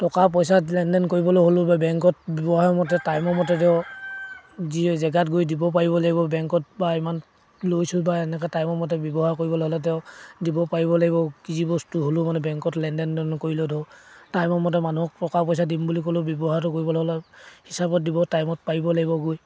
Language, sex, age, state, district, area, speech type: Assamese, male, 60+, Assam, Dibrugarh, rural, spontaneous